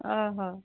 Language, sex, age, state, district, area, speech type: Odia, female, 45-60, Odisha, Sambalpur, rural, conversation